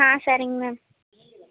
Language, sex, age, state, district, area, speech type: Tamil, female, 18-30, Tamil Nadu, Kallakurichi, rural, conversation